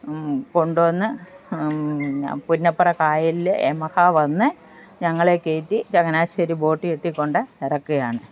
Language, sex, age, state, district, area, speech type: Malayalam, female, 45-60, Kerala, Alappuzha, rural, spontaneous